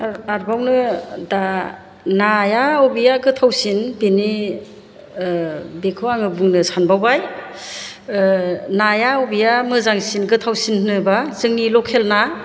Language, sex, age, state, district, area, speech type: Bodo, female, 45-60, Assam, Chirang, rural, spontaneous